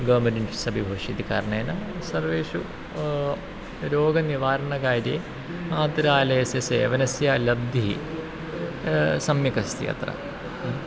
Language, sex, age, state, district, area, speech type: Sanskrit, male, 30-45, Kerala, Ernakulam, rural, spontaneous